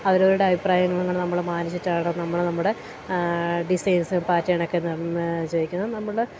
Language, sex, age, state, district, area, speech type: Malayalam, female, 30-45, Kerala, Idukki, rural, spontaneous